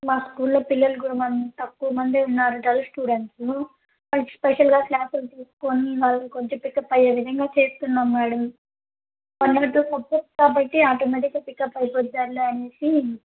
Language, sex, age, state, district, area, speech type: Telugu, female, 30-45, Andhra Pradesh, Kadapa, rural, conversation